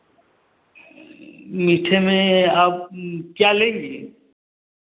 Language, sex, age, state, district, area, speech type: Hindi, male, 30-45, Uttar Pradesh, Varanasi, urban, conversation